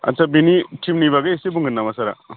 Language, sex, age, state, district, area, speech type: Bodo, male, 45-60, Assam, Udalguri, urban, conversation